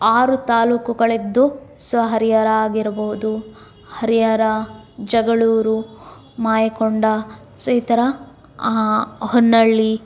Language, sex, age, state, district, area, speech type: Kannada, female, 30-45, Karnataka, Davanagere, urban, spontaneous